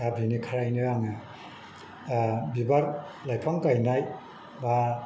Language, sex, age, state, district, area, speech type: Bodo, male, 60+, Assam, Kokrajhar, rural, spontaneous